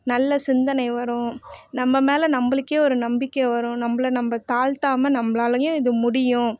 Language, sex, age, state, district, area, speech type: Tamil, female, 30-45, Tamil Nadu, Chennai, urban, spontaneous